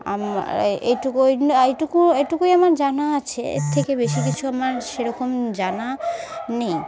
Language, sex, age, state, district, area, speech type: Bengali, female, 18-30, West Bengal, Murshidabad, urban, spontaneous